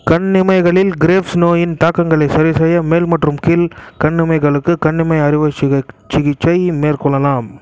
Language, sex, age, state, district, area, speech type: Tamil, male, 18-30, Tamil Nadu, Krishnagiri, rural, read